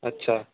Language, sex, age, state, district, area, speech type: Sindhi, male, 18-30, Delhi, South Delhi, urban, conversation